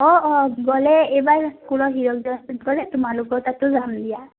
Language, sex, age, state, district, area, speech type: Assamese, female, 18-30, Assam, Udalguri, urban, conversation